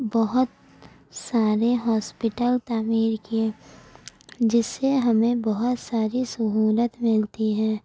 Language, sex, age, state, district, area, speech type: Urdu, female, 18-30, Uttar Pradesh, Gautam Buddha Nagar, rural, spontaneous